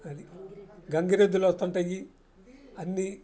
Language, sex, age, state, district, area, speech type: Telugu, male, 60+, Andhra Pradesh, Guntur, urban, spontaneous